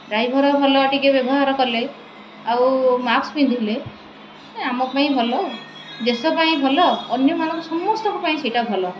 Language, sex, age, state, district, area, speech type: Odia, female, 30-45, Odisha, Kendrapara, urban, spontaneous